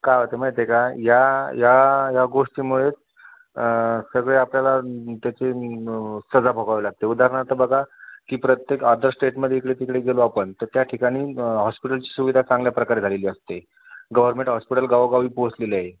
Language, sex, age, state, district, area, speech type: Marathi, male, 30-45, Maharashtra, Yavatmal, rural, conversation